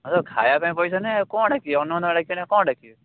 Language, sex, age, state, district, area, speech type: Odia, male, 18-30, Odisha, Jagatsinghpur, urban, conversation